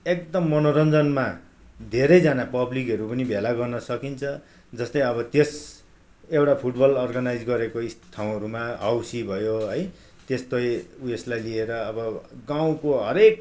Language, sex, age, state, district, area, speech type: Nepali, male, 45-60, West Bengal, Darjeeling, rural, spontaneous